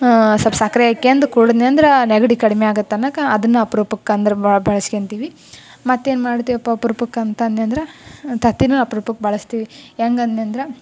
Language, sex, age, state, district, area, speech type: Kannada, female, 18-30, Karnataka, Koppal, rural, spontaneous